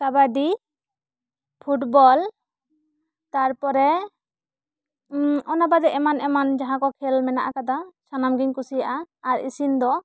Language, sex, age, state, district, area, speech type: Santali, female, 18-30, West Bengal, Bankura, rural, spontaneous